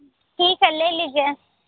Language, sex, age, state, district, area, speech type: Hindi, female, 30-45, Uttar Pradesh, Mirzapur, rural, conversation